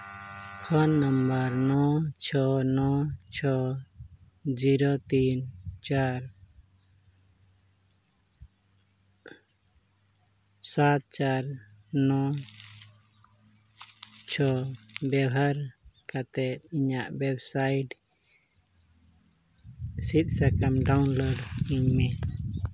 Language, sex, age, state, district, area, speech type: Santali, male, 30-45, Jharkhand, Seraikela Kharsawan, rural, read